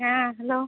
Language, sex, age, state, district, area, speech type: Bengali, female, 45-60, West Bengal, Uttar Dinajpur, rural, conversation